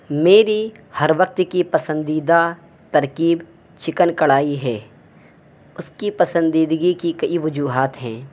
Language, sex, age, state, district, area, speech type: Urdu, male, 18-30, Uttar Pradesh, Saharanpur, urban, spontaneous